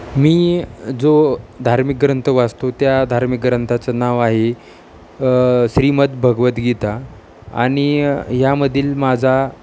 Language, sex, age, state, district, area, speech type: Marathi, male, 30-45, Maharashtra, Osmanabad, rural, spontaneous